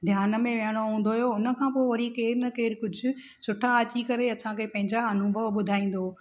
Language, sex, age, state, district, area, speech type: Sindhi, female, 45-60, Maharashtra, Thane, urban, spontaneous